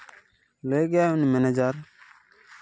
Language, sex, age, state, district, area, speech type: Santali, male, 18-30, West Bengal, Purba Bardhaman, rural, spontaneous